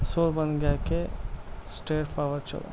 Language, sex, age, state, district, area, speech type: Urdu, male, 30-45, Telangana, Hyderabad, urban, spontaneous